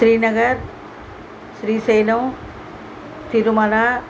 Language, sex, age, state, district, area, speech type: Telugu, female, 60+, Andhra Pradesh, Nellore, urban, spontaneous